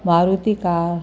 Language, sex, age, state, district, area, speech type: Sindhi, female, 60+, Gujarat, Kutch, urban, spontaneous